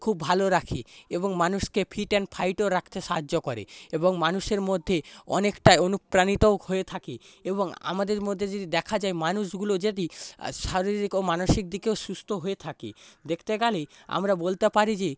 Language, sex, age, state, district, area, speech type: Bengali, male, 30-45, West Bengal, Paschim Medinipur, rural, spontaneous